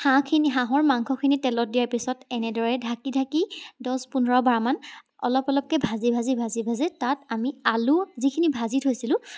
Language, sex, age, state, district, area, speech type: Assamese, female, 18-30, Assam, Charaideo, urban, spontaneous